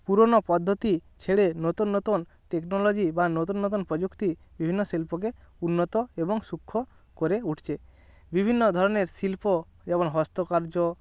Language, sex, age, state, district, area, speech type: Bengali, male, 18-30, West Bengal, Jalpaiguri, rural, spontaneous